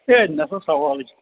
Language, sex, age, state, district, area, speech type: Kashmiri, male, 45-60, Jammu and Kashmir, Srinagar, rural, conversation